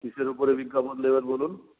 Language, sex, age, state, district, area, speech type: Bengali, male, 60+, West Bengal, Nadia, rural, conversation